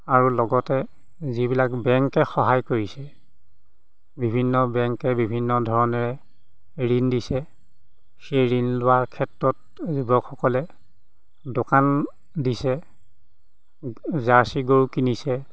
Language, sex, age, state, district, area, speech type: Assamese, male, 45-60, Assam, Golaghat, urban, spontaneous